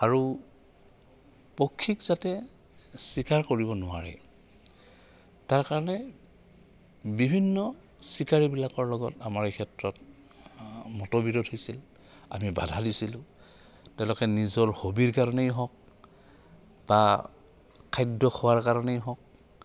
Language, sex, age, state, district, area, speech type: Assamese, male, 60+, Assam, Goalpara, urban, spontaneous